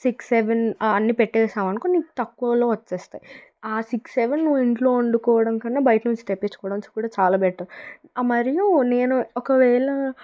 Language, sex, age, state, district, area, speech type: Telugu, female, 18-30, Telangana, Hyderabad, urban, spontaneous